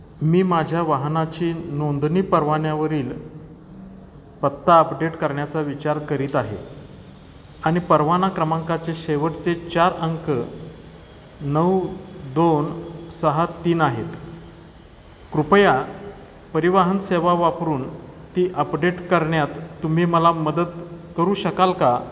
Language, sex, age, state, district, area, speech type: Marathi, male, 45-60, Maharashtra, Satara, urban, read